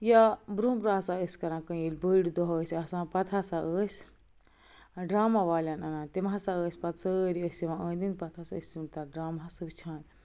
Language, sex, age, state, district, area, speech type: Kashmiri, female, 18-30, Jammu and Kashmir, Baramulla, rural, spontaneous